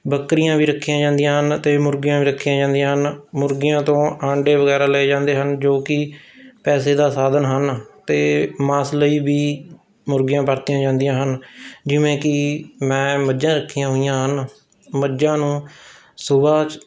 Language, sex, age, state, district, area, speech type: Punjabi, male, 30-45, Punjab, Rupnagar, rural, spontaneous